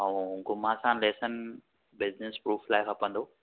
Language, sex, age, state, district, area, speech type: Sindhi, male, 30-45, Maharashtra, Thane, urban, conversation